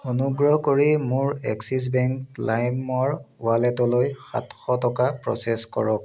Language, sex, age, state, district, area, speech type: Assamese, male, 30-45, Assam, Biswanath, rural, read